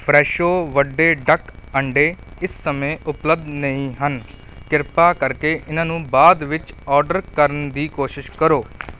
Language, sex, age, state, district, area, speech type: Punjabi, male, 30-45, Punjab, Kapurthala, urban, read